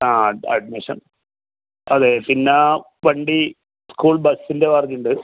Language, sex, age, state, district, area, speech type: Malayalam, male, 45-60, Kerala, Kasaragod, rural, conversation